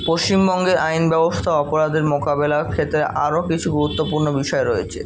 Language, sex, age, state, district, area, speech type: Bengali, male, 18-30, West Bengal, Kolkata, urban, spontaneous